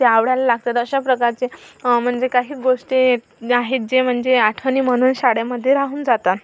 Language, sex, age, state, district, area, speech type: Marathi, female, 18-30, Maharashtra, Amravati, urban, spontaneous